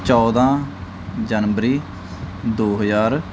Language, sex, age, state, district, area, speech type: Punjabi, male, 30-45, Punjab, Mansa, urban, spontaneous